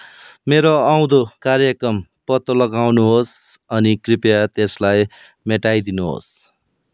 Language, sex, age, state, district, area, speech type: Nepali, male, 30-45, West Bengal, Darjeeling, rural, read